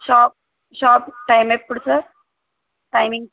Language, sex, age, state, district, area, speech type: Telugu, female, 18-30, Telangana, Yadadri Bhuvanagiri, urban, conversation